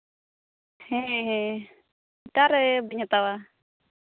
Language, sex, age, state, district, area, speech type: Santali, female, 18-30, Jharkhand, Pakur, rural, conversation